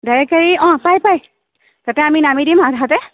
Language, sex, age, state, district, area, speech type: Assamese, female, 18-30, Assam, Sonitpur, urban, conversation